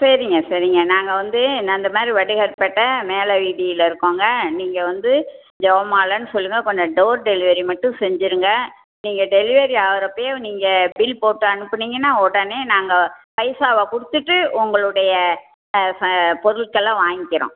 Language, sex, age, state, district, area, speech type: Tamil, female, 60+, Tamil Nadu, Tiruchirappalli, urban, conversation